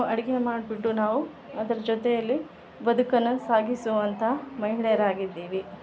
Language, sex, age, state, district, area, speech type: Kannada, female, 30-45, Karnataka, Vijayanagara, rural, spontaneous